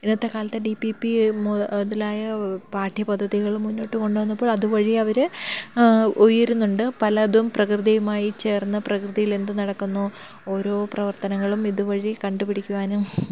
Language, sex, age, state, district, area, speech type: Malayalam, female, 30-45, Kerala, Thiruvananthapuram, urban, spontaneous